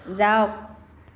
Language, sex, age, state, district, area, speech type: Assamese, female, 45-60, Assam, Dibrugarh, rural, read